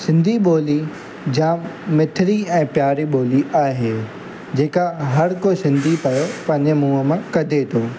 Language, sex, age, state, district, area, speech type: Sindhi, male, 18-30, Gujarat, Surat, urban, spontaneous